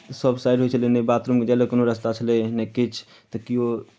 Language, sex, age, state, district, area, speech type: Maithili, male, 18-30, Bihar, Darbhanga, rural, spontaneous